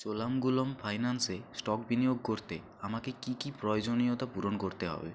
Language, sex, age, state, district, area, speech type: Bengali, male, 60+, West Bengal, Purba Medinipur, rural, read